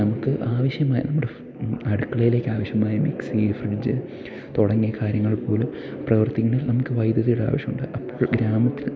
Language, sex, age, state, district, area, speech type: Malayalam, male, 18-30, Kerala, Idukki, rural, spontaneous